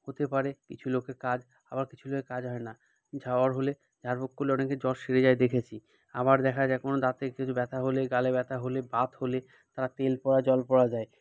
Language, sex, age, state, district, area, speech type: Bengali, male, 45-60, West Bengal, Bankura, urban, spontaneous